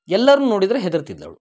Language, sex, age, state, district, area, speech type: Kannada, male, 30-45, Karnataka, Dharwad, rural, spontaneous